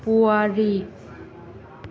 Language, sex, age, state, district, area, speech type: Manipuri, female, 18-30, Manipur, Chandel, rural, read